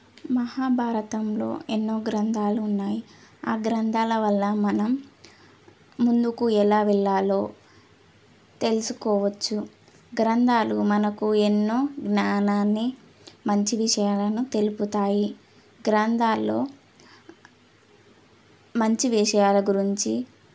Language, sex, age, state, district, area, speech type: Telugu, female, 18-30, Telangana, Suryapet, urban, spontaneous